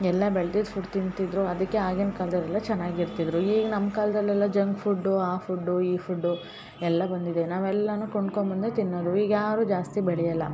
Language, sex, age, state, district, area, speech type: Kannada, female, 18-30, Karnataka, Hassan, urban, spontaneous